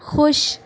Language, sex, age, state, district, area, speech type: Urdu, female, 30-45, Uttar Pradesh, Lucknow, urban, read